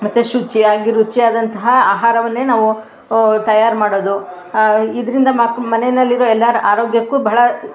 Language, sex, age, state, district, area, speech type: Kannada, female, 45-60, Karnataka, Mandya, rural, spontaneous